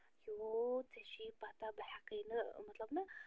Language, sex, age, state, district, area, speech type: Kashmiri, female, 30-45, Jammu and Kashmir, Bandipora, rural, spontaneous